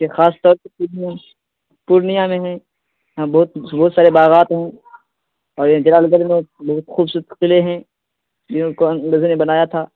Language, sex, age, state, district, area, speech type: Urdu, male, 18-30, Bihar, Purnia, rural, conversation